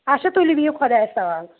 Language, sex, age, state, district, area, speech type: Kashmiri, female, 18-30, Jammu and Kashmir, Anantnag, rural, conversation